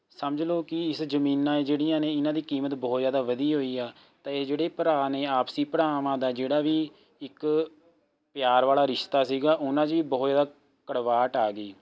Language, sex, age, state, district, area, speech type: Punjabi, male, 18-30, Punjab, Rupnagar, rural, spontaneous